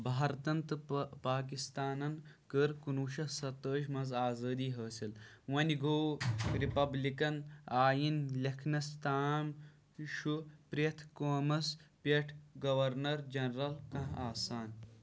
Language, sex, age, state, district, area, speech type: Kashmiri, male, 18-30, Jammu and Kashmir, Pulwama, rural, read